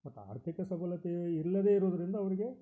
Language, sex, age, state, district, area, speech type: Kannada, male, 60+, Karnataka, Koppal, rural, spontaneous